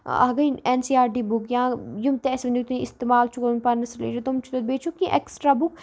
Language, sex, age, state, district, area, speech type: Kashmiri, female, 18-30, Jammu and Kashmir, Kupwara, rural, spontaneous